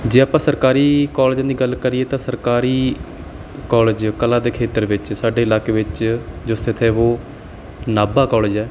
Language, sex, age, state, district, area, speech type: Punjabi, male, 18-30, Punjab, Barnala, rural, spontaneous